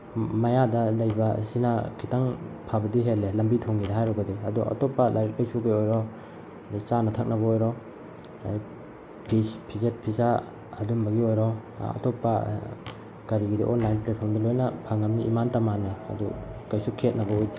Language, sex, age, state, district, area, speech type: Manipuri, male, 18-30, Manipur, Bishnupur, rural, spontaneous